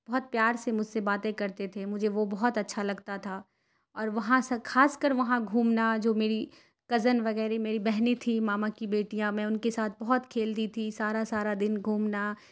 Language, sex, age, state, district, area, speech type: Urdu, female, 30-45, Bihar, Khagaria, rural, spontaneous